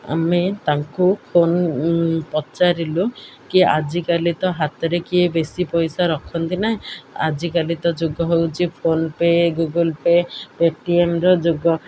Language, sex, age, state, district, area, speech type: Odia, female, 60+, Odisha, Ganjam, urban, spontaneous